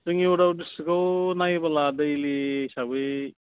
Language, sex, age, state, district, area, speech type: Bodo, male, 18-30, Assam, Udalguri, urban, conversation